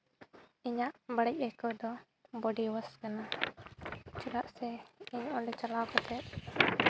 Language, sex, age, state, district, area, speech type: Santali, female, 18-30, Jharkhand, Seraikela Kharsawan, rural, spontaneous